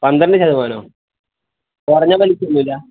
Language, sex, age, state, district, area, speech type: Malayalam, male, 18-30, Kerala, Kozhikode, rural, conversation